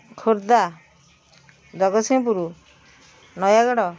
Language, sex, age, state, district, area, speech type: Odia, female, 45-60, Odisha, Puri, urban, spontaneous